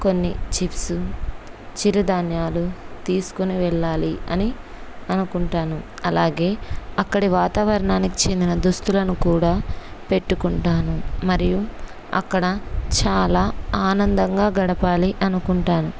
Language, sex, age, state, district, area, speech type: Telugu, female, 30-45, Andhra Pradesh, Kurnool, rural, spontaneous